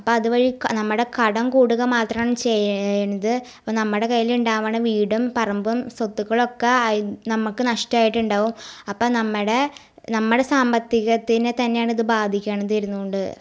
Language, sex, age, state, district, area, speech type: Malayalam, female, 18-30, Kerala, Ernakulam, rural, spontaneous